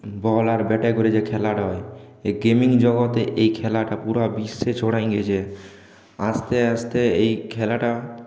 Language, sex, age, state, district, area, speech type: Bengali, male, 18-30, West Bengal, Purulia, urban, spontaneous